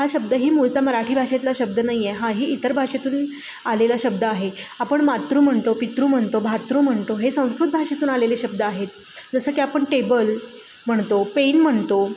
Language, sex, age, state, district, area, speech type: Marathi, female, 30-45, Maharashtra, Satara, urban, spontaneous